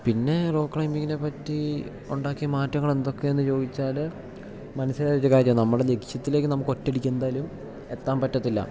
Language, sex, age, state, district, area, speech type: Malayalam, male, 18-30, Kerala, Idukki, rural, spontaneous